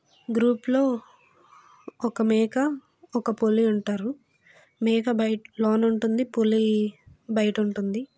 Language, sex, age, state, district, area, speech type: Telugu, female, 60+, Andhra Pradesh, Vizianagaram, rural, spontaneous